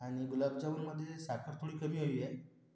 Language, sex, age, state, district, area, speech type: Marathi, male, 18-30, Maharashtra, Washim, rural, spontaneous